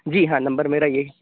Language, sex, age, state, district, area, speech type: Urdu, male, 18-30, Uttar Pradesh, Aligarh, urban, conversation